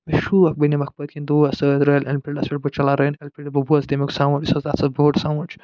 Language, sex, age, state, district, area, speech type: Kashmiri, male, 45-60, Jammu and Kashmir, Budgam, urban, spontaneous